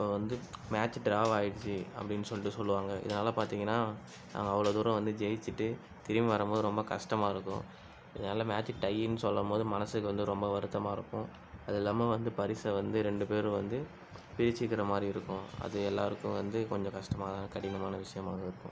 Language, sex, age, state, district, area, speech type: Tamil, male, 18-30, Tamil Nadu, Cuddalore, urban, spontaneous